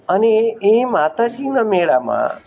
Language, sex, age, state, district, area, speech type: Gujarati, male, 60+, Gujarat, Rajkot, urban, spontaneous